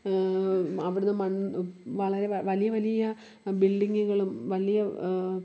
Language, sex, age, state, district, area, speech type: Malayalam, female, 30-45, Kerala, Kollam, rural, spontaneous